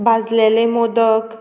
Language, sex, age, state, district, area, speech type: Goan Konkani, female, 18-30, Goa, Murmgao, rural, spontaneous